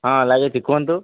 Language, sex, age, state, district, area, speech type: Odia, male, 18-30, Odisha, Malkangiri, urban, conversation